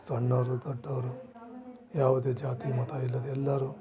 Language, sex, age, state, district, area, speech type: Kannada, male, 45-60, Karnataka, Bellary, rural, spontaneous